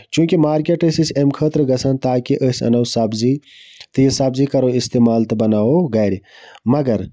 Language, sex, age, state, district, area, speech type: Kashmiri, male, 30-45, Jammu and Kashmir, Budgam, rural, spontaneous